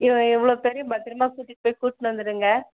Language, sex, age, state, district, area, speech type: Tamil, female, 60+, Tamil Nadu, Mayiladuthurai, rural, conversation